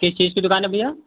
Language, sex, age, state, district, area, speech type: Hindi, male, 30-45, Uttar Pradesh, Lucknow, rural, conversation